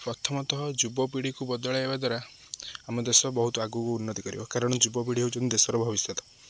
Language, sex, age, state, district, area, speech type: Odia, male, 18-30, Odisha, Jagatsinghpur, rural, spontaneous